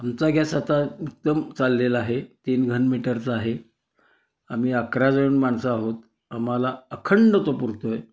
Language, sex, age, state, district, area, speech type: Marathi, male, 60+, Maharashtra, Kolhapur, urban, spontaneous